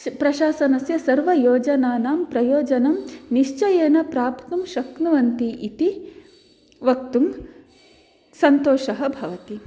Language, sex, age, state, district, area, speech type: Sanskrit, female, 18-30, Karnataka, Dakshina Kannada, rural, spontaneous